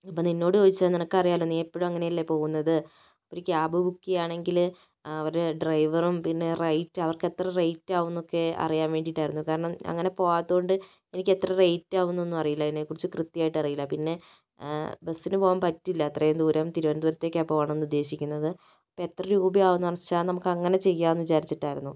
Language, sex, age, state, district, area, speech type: Malayalam, female, 18-30, Kerala, Kozhikode, urban, spontaneous